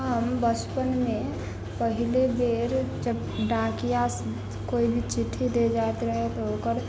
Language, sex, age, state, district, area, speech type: Maithili, female, 30-45, Bihar, Sitamarhi, rural, spontaneous